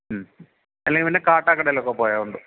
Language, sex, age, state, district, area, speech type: Malayalam, male, 45-60, Kerala, Thiruvananthapuram, urban, conversation